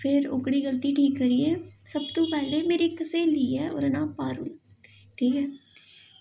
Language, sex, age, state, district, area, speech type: Dogri, female, 18-30, Jammu and Kashmir, Jammu, urban, spontaneous